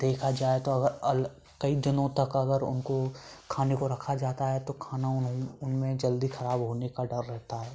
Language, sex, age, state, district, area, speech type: Hindi, male, 18-30, Rajasthan, Bharatpur, rural, spontaneous